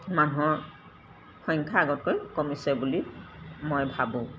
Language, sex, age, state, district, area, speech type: Assamese, female, 45-60, Assam, Golaghat, urban, spontaneous